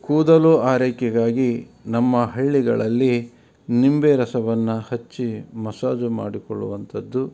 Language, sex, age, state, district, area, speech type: Kannada, male, 45-60, Karnataka, Davanagere, rural, spontaneous